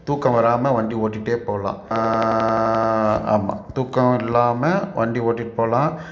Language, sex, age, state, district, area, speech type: Tamil, male, 45-60, Tamil Nadu, Salem, urban, spontaneous